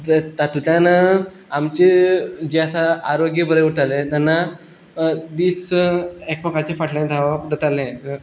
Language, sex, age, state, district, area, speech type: Goan Konkani, male, 18-30, Goa, Quepem, rural, spontaneous